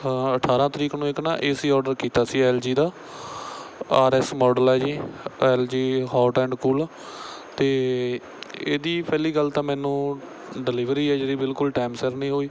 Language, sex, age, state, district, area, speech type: Punjabi, male, 18-30, Punjab, Bathinda, rural, spontaneous